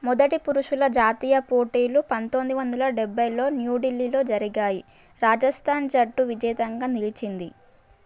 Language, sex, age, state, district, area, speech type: Telugu, female, 18-30, Telangana, Mahbubnagar, urban, read